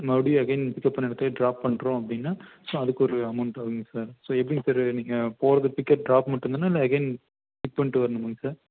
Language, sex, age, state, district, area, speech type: Tamil, male, 18-30, Tamil Nadu, Erode, rural, conversation